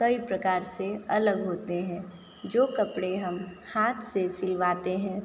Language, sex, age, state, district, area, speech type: Hindi, female, 18-30, Uttar Pradesh, Sonbhadra, rural, spontaneous